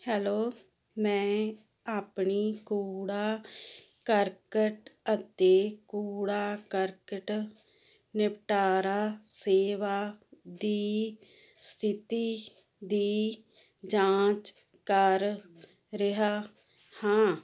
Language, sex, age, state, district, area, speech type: Punjabi, female, 45-60, Punjab, Muktsar, urban, read